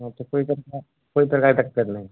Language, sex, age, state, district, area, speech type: Hindi, male, 30-45, Madhya Pradesh, Seoni, urban, conversation